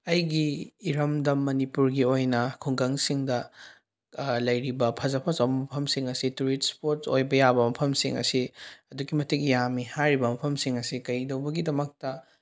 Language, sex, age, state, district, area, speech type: Manipuri, male, 18-30, Manipur, Bishnupur, rural, spontaneous